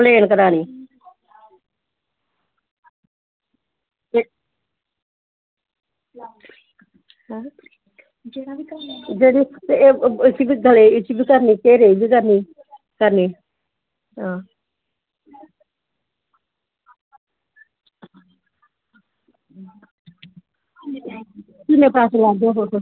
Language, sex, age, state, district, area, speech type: Dogri, female, 60+, Jammu and Kashmir, Samba, urban, conversation